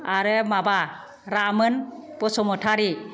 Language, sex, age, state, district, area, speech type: Bodo, female, 45-60, Assam, Kokrajhar, rural, spontaneous